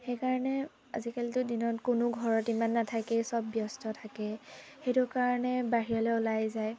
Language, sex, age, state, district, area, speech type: Assamese, female, 18-30, Assam, Sivasagar, rural, spontaneous